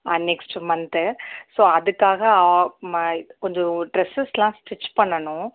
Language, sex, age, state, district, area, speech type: Tamil, female, 30-45, Tamil Nadu, Sivaganga, rural, conversation